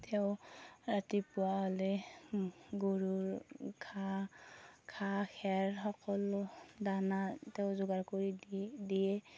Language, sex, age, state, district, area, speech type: Assamese, female, 30-45, Assam, Darrang, rural, spontaneous